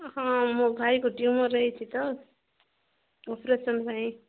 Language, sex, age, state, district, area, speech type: Odia, female, 18-30, Odisha, Nabarangpur, urban, conversation